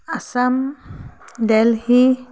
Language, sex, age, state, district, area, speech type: Assamese, female, 60+, Assam, Tinsukia, rural, spontaneous